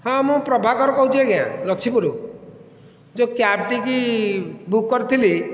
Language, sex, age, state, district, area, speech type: Odia, male, 45-60, Odisha, Nayagarh, rural, spontaneous